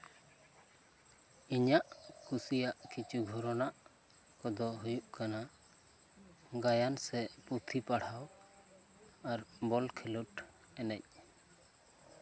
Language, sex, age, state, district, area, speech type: Santali, male, 18-30, West Bengal, Bankura, rural, spontaneous